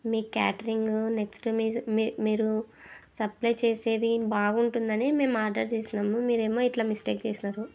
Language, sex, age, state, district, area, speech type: Telugu, female, 45-60, Andhra Pradesh, Kurnool, rural, spontaneous